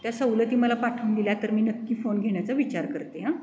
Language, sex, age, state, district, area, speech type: Marathi, female, 45-60, Maharashtra, Satara, urban, spontaneous